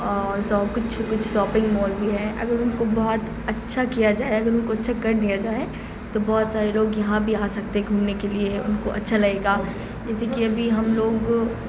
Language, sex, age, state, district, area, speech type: Urdu, female, 18-30, Bihar, Supaul, rural, spontaneous